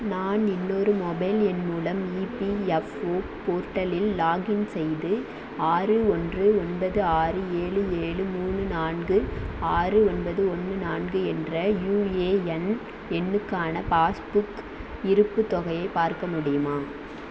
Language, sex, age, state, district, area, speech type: Tamil, female, 18-30, Tamil Nadu, Thanjavur, rural, read